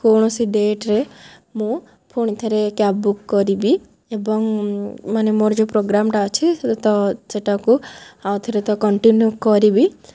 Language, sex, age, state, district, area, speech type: Odia, female, 18-30, Odisha, Rayagada, rural, spontaneous